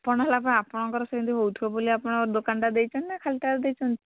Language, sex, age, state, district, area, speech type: Odia, female, 18-30, Odisha, Bhadrak, rural, conversation